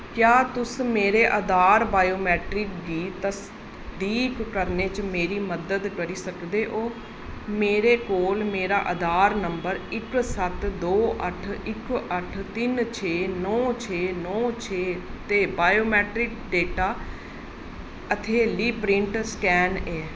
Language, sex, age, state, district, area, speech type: Dogri, female, 30-45, Jammu and Kashmir, Jammu, urban, read